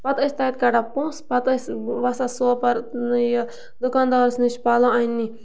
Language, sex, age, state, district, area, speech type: Kashmiri, female, 30-45, Jammu and Kashmir, Bandipora, rural, spontaneous